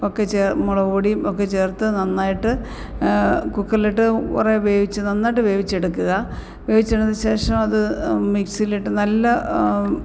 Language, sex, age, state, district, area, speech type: Malayalam, female, 45-60, Kerala, Alappuzha, rural, spontaneous